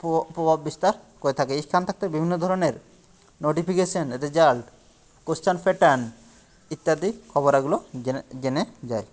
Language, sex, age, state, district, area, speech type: Bengali, male, 30-45, West Bengal, Jhargram, rural, spontaneous